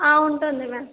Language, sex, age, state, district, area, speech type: Telugu, female, 18-30, Telangana, Mahbubnagar, urban, conversation